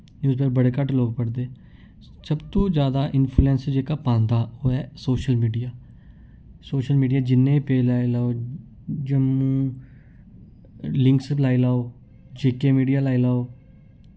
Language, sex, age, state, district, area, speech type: Dogri, male, 18-30, Jammu and Kashmir, Reasi, urban, spontaneous